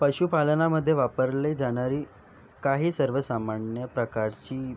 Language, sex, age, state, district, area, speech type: Marathi, male, 18-30, Maharashtra, Nagpur, urban, spontaneous